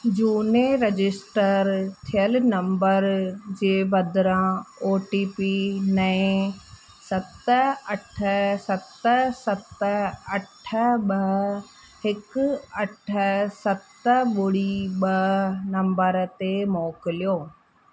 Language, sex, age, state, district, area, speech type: Sindhi, female, 30-45, Rajasthan, Ajmer, urban, read